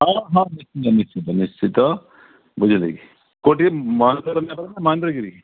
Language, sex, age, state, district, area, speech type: Odia, male, 60+, Odisha, Gajapati, rural, conversation